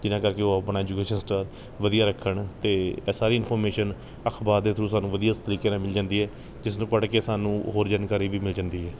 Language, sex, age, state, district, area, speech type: Punjabi, male, 30-45, Punjab, Kapurthala, urban, spontaneous